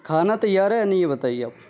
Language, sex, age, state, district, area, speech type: Urdu, male, 18-30, Uttar Pradesh, Saharanpur, urban, spontaneous